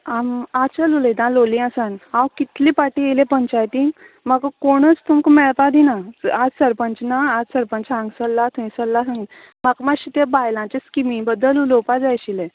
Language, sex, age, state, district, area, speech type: Goan Konkani, female, 30-45, Goa, Canacona, rural, conversation